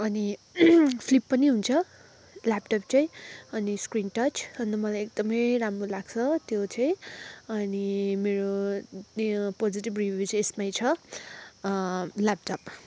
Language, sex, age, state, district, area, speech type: Nepali, female, 45-60, West Bengal, Darjeeling, rural, spontaneous